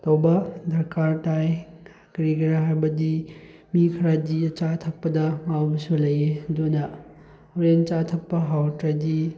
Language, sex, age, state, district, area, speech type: Manipuri, male, 18-30, Manipur, Chandel, rural, spontaneous